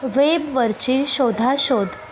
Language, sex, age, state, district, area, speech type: Marathi, female, 18-30, Maharashtra, Kolhapur, rural, read